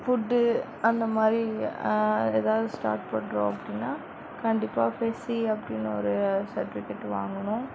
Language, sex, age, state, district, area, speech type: Tamil, female, 45-60, Tamil Nadu, Mayiladuthurai, urban, spontaneous